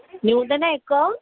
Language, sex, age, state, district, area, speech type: Sanskrit, female, 18-30, Kerala, Kozhikode, rural, conversation